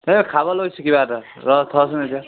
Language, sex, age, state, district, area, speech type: Assamese, male, 18-30, Assam, Sivasagar, rural, conversation